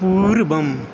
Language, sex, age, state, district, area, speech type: Sanskrit, male, 18-30, Odisha, Balangir, rural, read